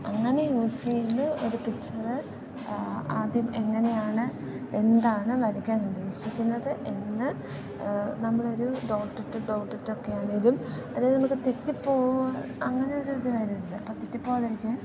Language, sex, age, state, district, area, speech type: Malayalam, female, 18-30, Kerala, Idukki, rural, spontaneous